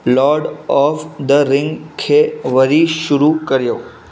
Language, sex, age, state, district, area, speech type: Sindhi, male, 18-30, Maharashtra, Mumbai Suburban, urban, read